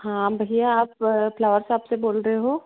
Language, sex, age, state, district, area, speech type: Hindi, female, 45-60, Madhya Pradesh, Betul, urban, conversation